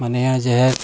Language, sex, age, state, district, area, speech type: Maithili, male, 60+, Bihar, Sitamarhi, rural, spontaneous